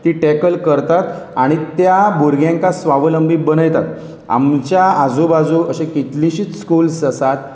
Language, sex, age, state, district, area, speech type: Goan Konkani, male, 30-45, Goa, Pernem, rural, spontaneous